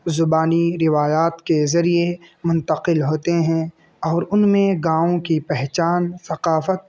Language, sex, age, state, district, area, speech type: Urdu, male, 18-30, Uttar Pradesh, Balrampur, rural, spontaneous